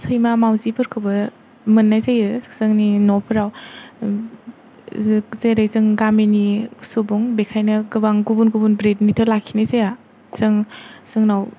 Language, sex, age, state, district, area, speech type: Bodo, female, 18-30, Assam, Kokrajhar, rural, spontaneous